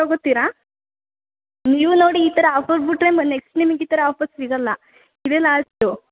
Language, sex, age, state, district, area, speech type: Kannada, female, 18-30, Karnataka, Kodagu, rural, conversation